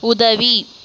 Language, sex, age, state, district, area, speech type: Tamil, female, 45-60, Tamil Nadu, Krishnagiri, rural, read